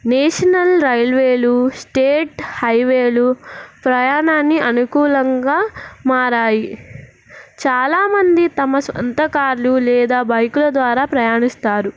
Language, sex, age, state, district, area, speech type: Telugu, female, 18-30, Telangana, Nizamabad, urban, spontaneous